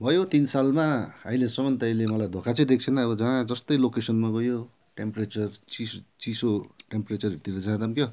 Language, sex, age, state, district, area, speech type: Nepali, male, 45-60, West Bengal, Darjeeling, rural, spontaneous